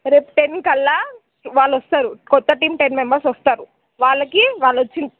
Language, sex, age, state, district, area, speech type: Telugu, female, 18-30, Telangana, Nirmal, rural, conversation